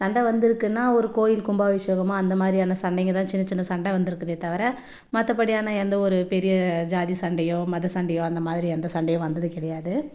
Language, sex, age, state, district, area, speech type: Tamil, female, 30-45, Tamil Nadu, Tirupattur, rural, spontaneous